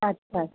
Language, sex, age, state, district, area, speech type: Marathi, female, 30-45, Maharashtra, Nanded, rural, conversation